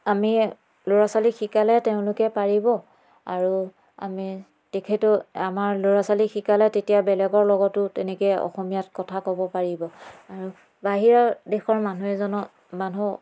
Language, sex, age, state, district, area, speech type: Assamese, female, 30-45, Assam, Biswanath, rural, spontaneous